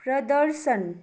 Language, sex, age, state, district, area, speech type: Nepali, female, 18-30, West Bengal, Darjeeling, rural, spontaneous